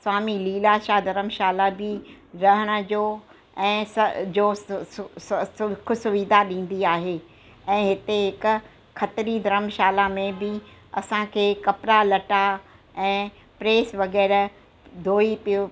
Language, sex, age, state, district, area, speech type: Sindhi, female, 60+, Gujarat, Kutch, rural, spontaneous